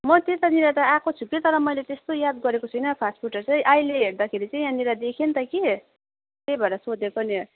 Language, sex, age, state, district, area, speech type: Nepali, female, 30-45, West Bengal, Jalpaiguri, rural, conversation